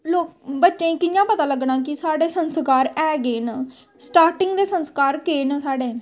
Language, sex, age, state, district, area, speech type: Dogri, female, 18-30, Jammu and Kashmir, Samba, rural, spontaneous